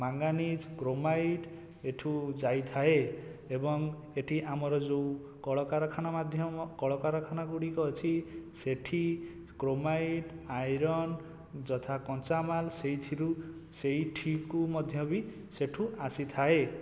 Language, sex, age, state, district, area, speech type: Odia, male, 18-30, Odisha, Jajpur, rural, spontaneous